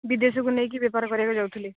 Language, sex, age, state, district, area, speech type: Odia, female, 18-30, Odisha, Jagatsinghpur, rural, conversation